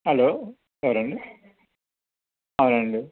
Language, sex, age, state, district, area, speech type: Telugu, male, 60+, Andhra Pradesh, Anakapalli, rural, conversation